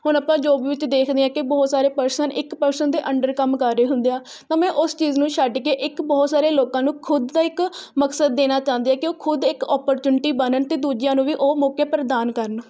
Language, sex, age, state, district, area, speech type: Punjabi, female, 18-30, Punjab, Rupnagar, rural, spontaneous